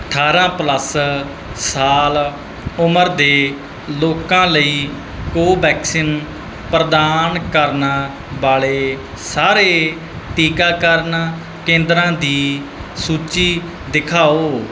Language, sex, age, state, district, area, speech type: Punjabi, male, 18-30, Punjab, Mansa, urban, read